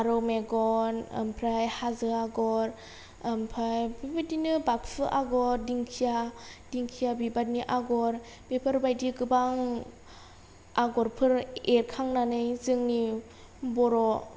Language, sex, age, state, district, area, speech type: Bodo, female, 18-30, Assam, Kokrajhar, rural, spontaneous